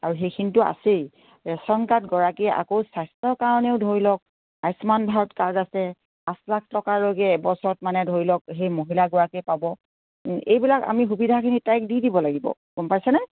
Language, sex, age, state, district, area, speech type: Assamese, female, 60+, Assam, Dibrugarh, rural, conversation